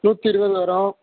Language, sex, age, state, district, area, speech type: Tamil, male, 30-45, Tamil Nadu, Ariyalur, rural, conversation